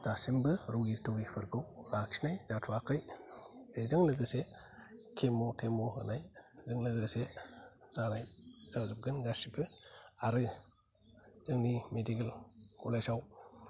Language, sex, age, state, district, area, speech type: Bodo, male, 45-60, Assam, Kokrajhar, rural, spontaneous